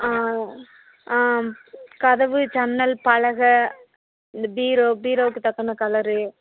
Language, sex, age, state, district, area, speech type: Tamil, female, 60+, Tamil Nadu, Theni, rural, conversation